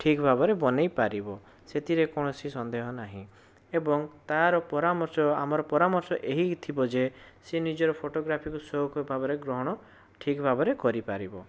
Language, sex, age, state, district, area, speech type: Odia, male, 18-30, Odisha, Bhadrak, rural, spontaneous